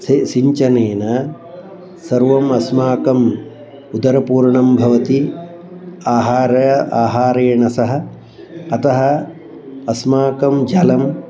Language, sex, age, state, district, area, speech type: Sanskrit, male, 60+, Karnataka, Bangalore Urban, urban, spontaneous